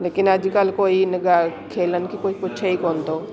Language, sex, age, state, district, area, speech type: Sindhi, female, 30-45, Delhi, South Delhi, urban, spontaneous